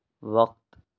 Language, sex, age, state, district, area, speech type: Urdu, male, 18-30, Delhi, East Delhi, urban, read